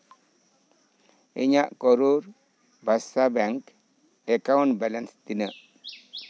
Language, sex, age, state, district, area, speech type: Santali, male, 45-60, West Bengal, Birbhum, rural, read